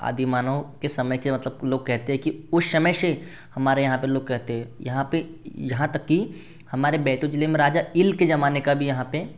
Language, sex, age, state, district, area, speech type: Hindi, male, 18-30, Madhya Pradesh, Betul, urban, spontaneous